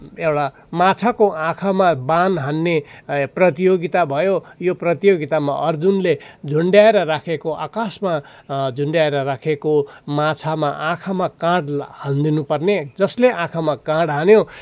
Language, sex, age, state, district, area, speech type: Nepali, male, 45-60, West Bengal, Darjeeling, rural, spontaneous